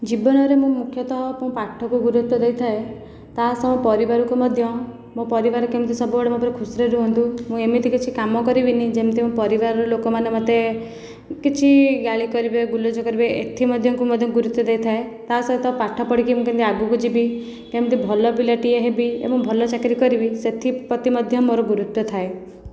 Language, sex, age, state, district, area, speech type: Odia, female, 18-30, Odisha, Khordha, rural, spontaneous